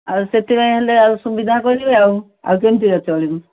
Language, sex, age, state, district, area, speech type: Odia, female, 60+, Odisha, Gajapati, rural, conversation